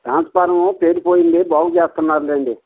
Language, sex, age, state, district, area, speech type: Telugu, male, 60+, Andhra Pradesh, Krishna, urban, conversation